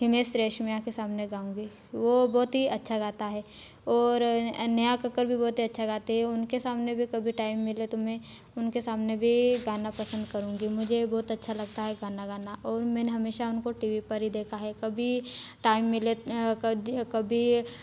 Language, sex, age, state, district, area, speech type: Hindi, female, 18-30, Madhya Pradesh, Ujjain, rural, spontaneous